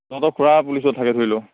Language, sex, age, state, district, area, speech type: Assamese, male, 30-45, Assam, Lakhimpur, rural, conversation